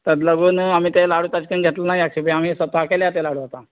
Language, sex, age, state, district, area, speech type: Goan Konkani, male, 45-60, Goa, Canacona, rural, conversation